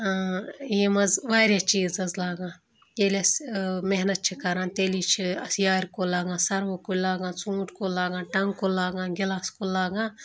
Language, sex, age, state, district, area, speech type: Kashmiri, female, 45-60, Jammu and Kashmir, Ganderbal, rural, spontaneous